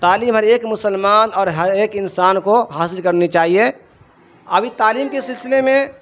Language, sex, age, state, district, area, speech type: Urdu, male, 45-60, Bihar, Darbhanga, rural, spontaneous